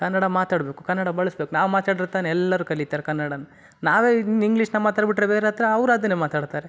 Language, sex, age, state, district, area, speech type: Kannada, male, 30-45, Karnataka, Chitradurga, rural, spontaneous